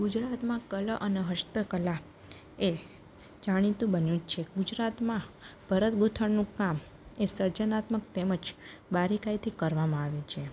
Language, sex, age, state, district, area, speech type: Gujarati, female, 30-45, Gujarat, Narmada, urban, spontaneous